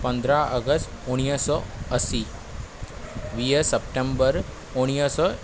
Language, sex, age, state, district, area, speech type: Sindhi, male, 18-30, Maharashtra, Thane, urban, spontaneous